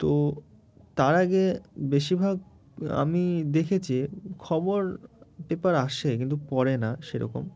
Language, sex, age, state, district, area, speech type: Bengali, male, 30-45, West Bengal, Murshidabad, urban, spontaneous